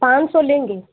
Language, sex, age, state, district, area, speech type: Hindi, female, 30-45, Uttar Pradesh, Ghazipur, rural, conversation